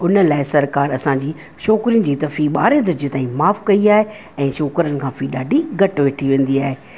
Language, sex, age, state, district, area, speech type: Sindhi, female, 45-60, Maharashtra, Thane, urban, spontaneous